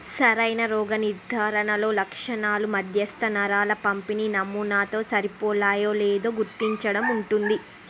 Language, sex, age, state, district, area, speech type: Telugu, female, 30-45, Andhra Pradesh, Srikakulam, urban, read